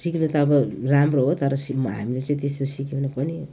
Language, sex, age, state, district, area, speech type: Nepali, female, 60+, West Bengal, Jalpaiguri, rural, spontaneous